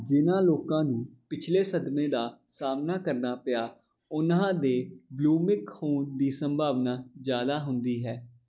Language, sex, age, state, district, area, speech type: Punjabi, male, 18-30, Punjab, Jalandhar, urban, read